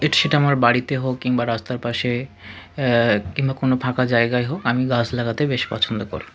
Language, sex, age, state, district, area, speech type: Bengali, male, 45-60, West Bengal, South 24 Parganas, rural, spontaneous